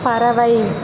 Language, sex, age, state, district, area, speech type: Tamil, female, 30-45, Tamil Nadu, Pudukkottai, rural, read